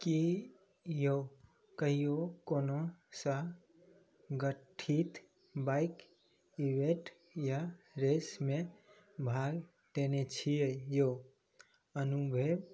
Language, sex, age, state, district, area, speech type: Maithili, male, 18-30, Bihar, Samastipur, urban, spontaneous